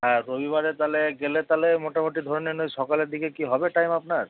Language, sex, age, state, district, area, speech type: Bengali, male, 30-45, West Bengal, Purba Bardhaman, urban, conversation